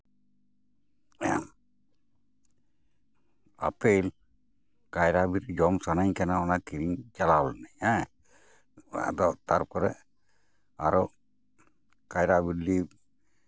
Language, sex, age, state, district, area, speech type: Santali, male, 60+, West Bengal, Bankura, rural, spontaneous